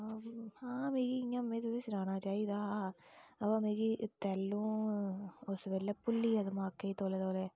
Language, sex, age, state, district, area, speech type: Dogri, female, 45-60, Jammu and Kashmir, Reasi, rural, spontaneous